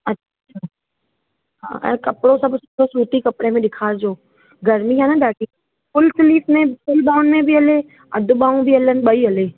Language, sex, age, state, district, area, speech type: Sindhi, female, 30-45, Uttar Pradesh, Lucknow, rural, conversation